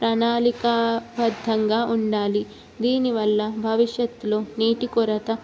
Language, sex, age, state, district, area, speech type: Telugu, female, 18-30, Telangana, Ranga Reddy, urban, spontaneous